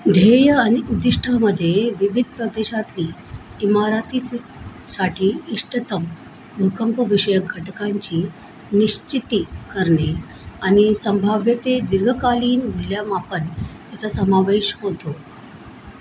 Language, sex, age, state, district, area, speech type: Marathi, female, 45-60, Maharashtra, Mumbai Suburban, urban, read